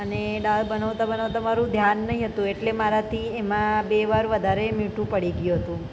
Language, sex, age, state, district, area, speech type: Gujarati, female, 30-45, Gujarat, Ahmedabad, urban, spontaneous